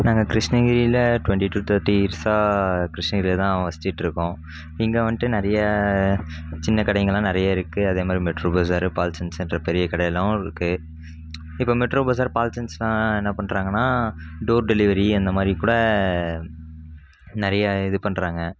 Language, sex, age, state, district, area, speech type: Tamil, male, 18-30, Tamil Nadu, Krishnagiri, rural, spontaneous